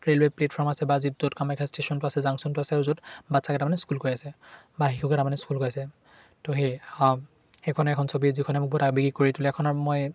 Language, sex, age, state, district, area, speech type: Assamese, male, 18-30, Assam, Charaideo, urban, spontaneous